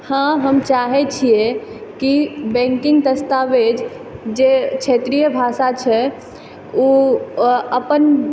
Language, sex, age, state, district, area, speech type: Maithili, female, 18-30, Bihar, Purnia, urban, spontaneous